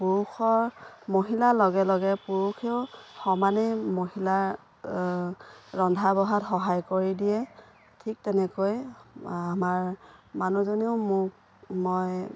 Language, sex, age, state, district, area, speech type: Assamese, female, 45-60, Assam, Dhemaji, rural, spontaneous